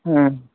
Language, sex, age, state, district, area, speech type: Manipuri, female, 60+, Manipur, Imphal East, urban, conversation